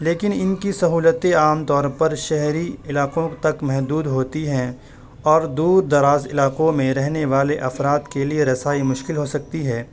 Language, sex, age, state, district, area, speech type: Urdu, male, 18-30, Uttar Pradesh, Saharanpur, urban, spontaneous